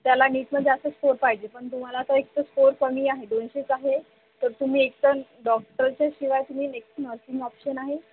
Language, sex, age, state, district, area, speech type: Marathi, female, 18-30, Maharashtra, Wardha, rural, conversation